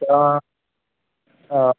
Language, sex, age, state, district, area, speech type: Marathi, male, 18-30, Maharashtra, Akola, urban, conversation